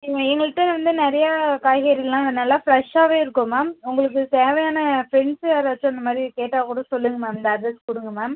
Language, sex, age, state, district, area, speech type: Tamil, female, 18-30, Tamil Nadu, Cuddalore, rural, conversation